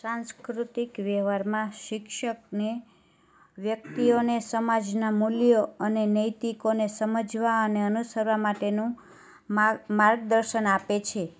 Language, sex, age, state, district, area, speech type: Gujarati, female, 30-45, Gujarat, Kheda, rural, spontaneous